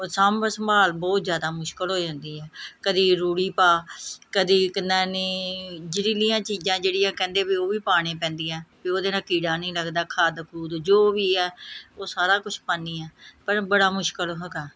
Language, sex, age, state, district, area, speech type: Punjabi, female, 45-60, Punjab, Gurdaspur, urban, spontaneous